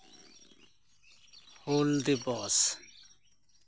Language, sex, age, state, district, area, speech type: Santali, male, 30-45, West Bengal, Purba Bardhaman, rural, spontaneous